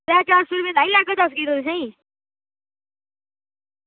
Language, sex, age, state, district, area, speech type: Dogri, male, 18-30, Jammu and Kashmir, Reasi, rural, conversation